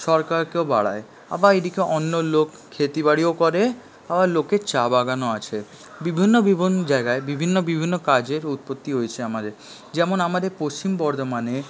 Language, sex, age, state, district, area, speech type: Bengali, male, 18-30, West Bengal, Paschim Bardhaman, urban, spontaneous